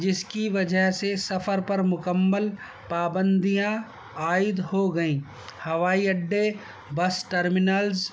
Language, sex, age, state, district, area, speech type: Urdu, male, 60+, Delhi, North East Delhi, urban, spontaneous